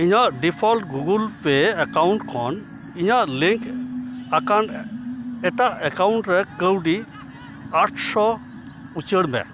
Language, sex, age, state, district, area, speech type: Santali, male, 60+, West Bengal, Dakshin Dinajpur, rural, read